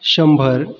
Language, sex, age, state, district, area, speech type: Marathi, male, 30-45, Maharashtra, Buldhana, urban, spontaneous